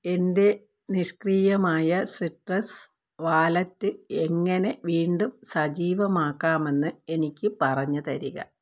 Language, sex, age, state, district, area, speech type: Malayalam, female, 45-60, Kerala, Thiruvananthapuram, rural, read